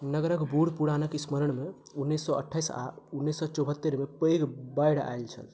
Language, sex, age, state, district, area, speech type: Maithili, other, 18-30, Bihar, Madhubani, rural, read